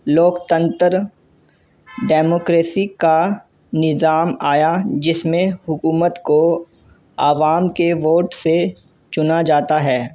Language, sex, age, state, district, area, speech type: Urdu, male, 18-30, Delhi, North East Delhi, urban, spontaneous